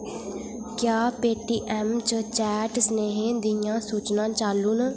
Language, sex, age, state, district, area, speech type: Dogri, female, 18-30, Jammu and Kashmir, Udhampur, rural, read